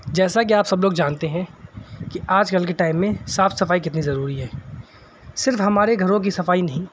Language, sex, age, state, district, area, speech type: Urdu, male, 18-30, Uttar Pradesh, Shahjahanpur, urban, spontaneous